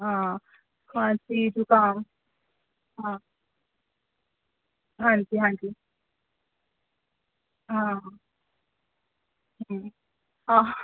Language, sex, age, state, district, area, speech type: Dogri, female, 30-45, Jammu and Kashmir, Samba, urban, conversation